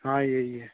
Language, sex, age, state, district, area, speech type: Hindi, male, 18-30, Madhya Pradesh, Hoshangabad, rural, conversation